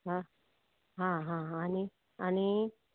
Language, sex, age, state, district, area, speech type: Goan Konkani, female, 45-60, Goa, Murmgao, rural, conversation